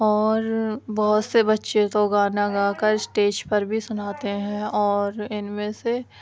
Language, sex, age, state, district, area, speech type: Urdu, female, 45-60, Delhi, Central Delhi, rural, spontaneous